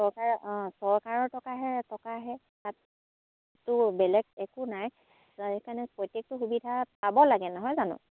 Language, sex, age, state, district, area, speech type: Assamese, female, 30-45, Assam, Sivasagar, rural, conversation